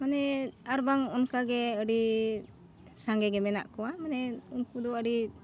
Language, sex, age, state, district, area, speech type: Santali, female, 45-60, Jharkhand, Bokaro, rural, spontaneous